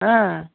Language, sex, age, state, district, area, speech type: Marathi, male, 18-30, Maharashtra, Nanded, rural, conversation